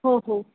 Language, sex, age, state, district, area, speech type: Marathi, female, 18-30, Maharashtra, Mumbai Suburban, urban, conversation